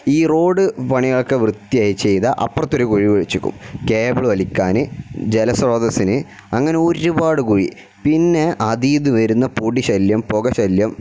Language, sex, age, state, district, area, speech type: Malayalam, male, 18-30, Kerala, Kozhikode, rural, spontaneous